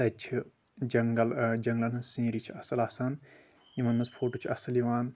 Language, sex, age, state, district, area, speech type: Kashmiri, male, 18-30, Jammu and Kashmir, Shopian, urban, spontaneous